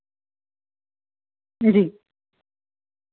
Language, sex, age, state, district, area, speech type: Dogri, female, 30-45, Jammu and Kashmir, Jammu, urban, conversation